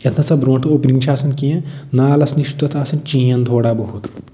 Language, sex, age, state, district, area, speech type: Kashmiri, male, 45-60, Jammu and Kashmir, Budgam, urban, spontaneous